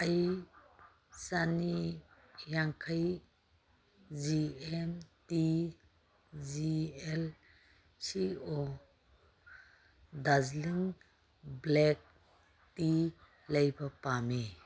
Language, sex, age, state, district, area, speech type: Manipuri, female, 45-60, Manipur, Kangpokpi, urban, read